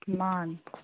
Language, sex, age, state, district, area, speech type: Manipuri, female, 45-60, Manipur, Imphal East, rural, conversation